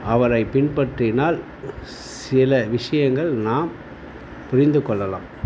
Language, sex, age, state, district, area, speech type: Tamil, male, 45-60, Tamil Nadu, Tiruvannamalai, rural, spontaneous